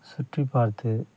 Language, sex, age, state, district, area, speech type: Tamil, male, 30-45, Tamil Nadu, Thanjavur, rural, spontaneous